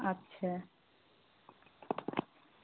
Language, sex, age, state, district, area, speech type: Hindi, female, 60+, Uttar Pradesh, Pratapgarh, rural, conversation